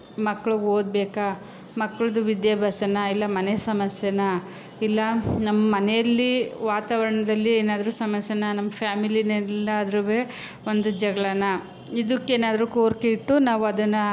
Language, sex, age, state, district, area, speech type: Kannada, female, 30-45, Karnataka, Chamarajanagar, rural, spontaneous